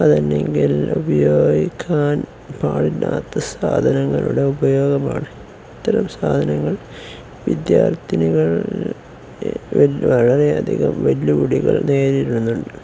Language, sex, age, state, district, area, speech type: Malayalam, male, 18-30, Kerala, Kozhikode, rural, spontaneous